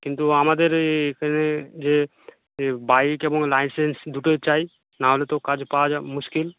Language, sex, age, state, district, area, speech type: Bengali, male, 45-60, West Bengal, Purba Medinipur, rural, conversation